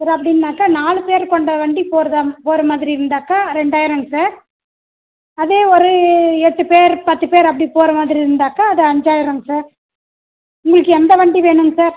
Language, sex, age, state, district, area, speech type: Tamil, female, 30-45, Tamil Nadu, Dharmapuri, rural, conversation